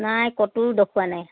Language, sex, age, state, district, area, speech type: Assamese, female, 30-45, Assam, Dibrugarh, rural, conversation